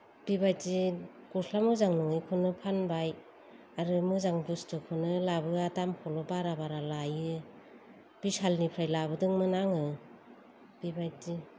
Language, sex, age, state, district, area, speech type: Bodo, female, 45-60, Assam, Kokrajhar, rural, spontaneous